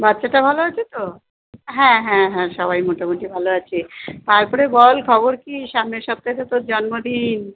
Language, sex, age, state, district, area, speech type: Bengali, female, 45-60, West Bengal, South 24 Parganas, urban, conversation